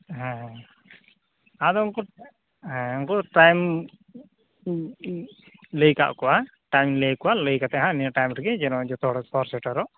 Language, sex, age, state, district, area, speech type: Santali, male, 30-45, West Bengal, Uttar Dinajpur, rural, conversation